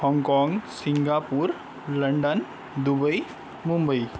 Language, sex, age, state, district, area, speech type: Marathi, male, 18-30, Maharashtra, Yavatmal, rural, spontaneous